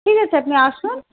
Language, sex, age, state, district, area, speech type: Bengali, female, 45-60, West Bengal, Malda, rural, conversation